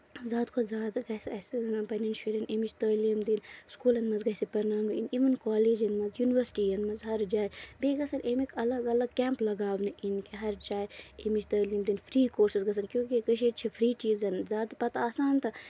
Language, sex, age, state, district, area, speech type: Kashmiri, female, 18-30, Jammu and Kashmir, Baramulla, rural, spontaneous